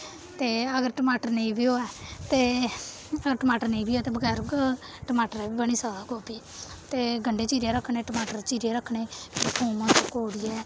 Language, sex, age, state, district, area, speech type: Dogri, female, 18-30, Jammu and Kashmir, Samba, rural, spontaneous